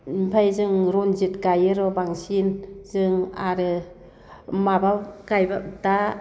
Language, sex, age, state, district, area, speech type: Bodo, female, 60+, Assam, Baksa, urban, spontaneous